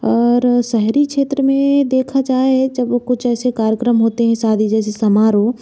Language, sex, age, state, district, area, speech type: Hindi, female, 18-30, Madhya Pradesh, Bhopal, urban, spontaneous